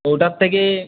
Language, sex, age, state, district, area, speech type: Bengali, male, 18-30, West Bengal, Uttar Dinajpur, rural, conversation